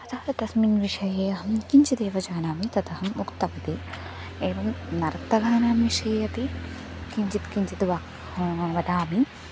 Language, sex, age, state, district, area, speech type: Sanskrit, female, 18-30, Kerala, Thrissur, urban, spontaneous